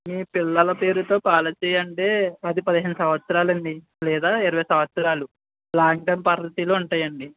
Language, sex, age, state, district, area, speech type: Telugu, male, 18-30, Andhra Pradesh, East Godavari, rural, conversation